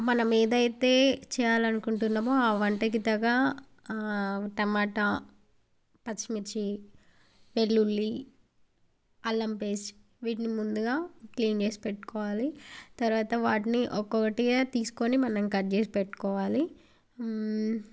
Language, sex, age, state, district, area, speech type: Telugu, female, 18-30, Telangana, Mancherial, rural, spontaneous